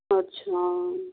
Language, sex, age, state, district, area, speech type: Hindi, female, 30-45, Rajasthan, Karauli, rural, conversation